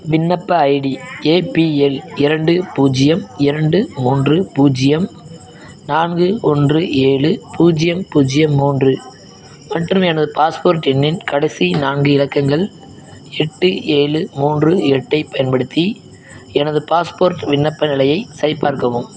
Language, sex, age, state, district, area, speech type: Tamil, male, 18-30, Tamil Nadu, Madurai, rural, read